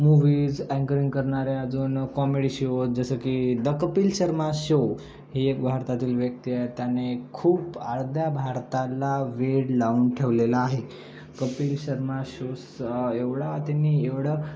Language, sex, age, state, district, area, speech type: Marathi, male, 18-30, Maharashtra, Nanded, rural, spontaneous